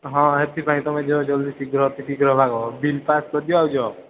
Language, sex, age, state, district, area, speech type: Odia, male, 18-30, Odisha, Sambalpur, rural, conversation